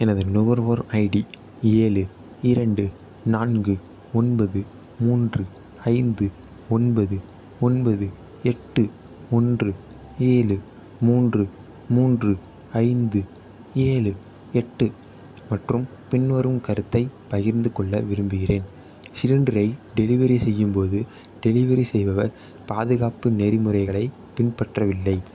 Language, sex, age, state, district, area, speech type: Tamil, male, 18-30, Tamil Nadu, Thanjavur, rural, read